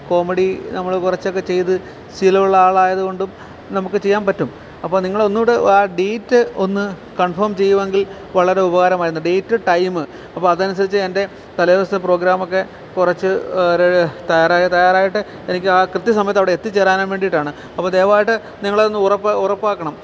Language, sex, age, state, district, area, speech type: Malayalam, male, 45-60, Kerala, Alappuzha, rural, spontaneous